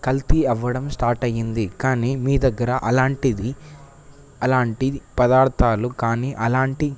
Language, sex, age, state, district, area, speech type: Telugu, male, 18-30, Telangana, Kamareddy, urban, spontaneous